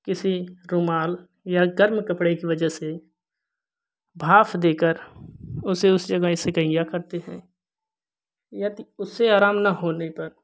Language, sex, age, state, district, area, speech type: Hindi, male, 30-45, Uttar Pradesh, Jaunpur, rural, spontaneous